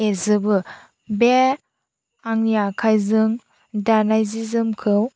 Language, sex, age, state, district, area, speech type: Bodo, female, 45-60, Assam, Chirang, rural, spontaneous